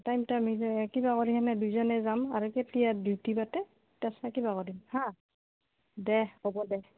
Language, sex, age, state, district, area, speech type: Assamese, female, 45-60, Assam, Goalpara, urban, conversation